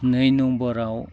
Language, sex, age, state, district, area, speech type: Bodo, male, 45-60, Assam, Udalguri, rural, spontaneous